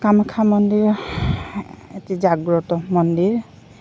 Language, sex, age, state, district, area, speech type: Assamese, female, 45-60, Assam, Goalpara, urban, spontaneous